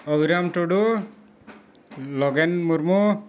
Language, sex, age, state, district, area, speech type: Santali, male, 60+, Jharkhand, Bokaro, rural, spontaneous